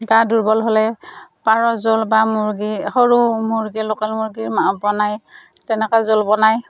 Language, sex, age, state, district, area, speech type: Assamese, female, 45-60, Assam, Darrang, rural, spontaneous